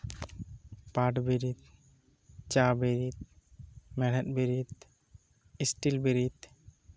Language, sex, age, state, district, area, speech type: Santali, male, 18-30, West Bengal, Bankura, rural, spontaneous